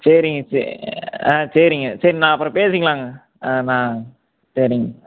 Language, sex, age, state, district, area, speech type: Tamil, male, 18-30, Tamil Nadu, Erode, urban, conversation